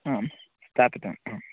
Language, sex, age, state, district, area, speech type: Sanskrit, male, 18-30, Karnataka, Mandya, rural, conversation